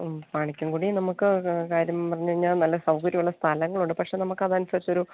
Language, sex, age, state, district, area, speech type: Malayalam, female, 45-60, Kerala, Idukki, rural, conversation